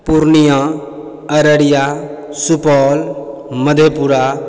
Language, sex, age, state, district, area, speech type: Maithili, male, 30-45, Bihar, Purnia, rural, spontaneous